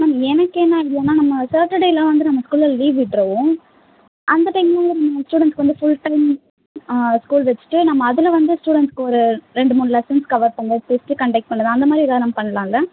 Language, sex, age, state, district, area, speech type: Tamil, female, 18-30, Tamil Nadu, Chennai, urban, conversation